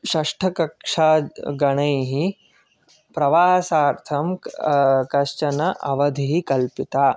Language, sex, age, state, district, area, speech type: Sanskrit, male, 18-30, Kerala, Palakkad, urban, spontaneous